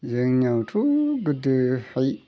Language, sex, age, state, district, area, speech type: Bodo, male, 60+, Assam, Udalguri, rural, spontaneous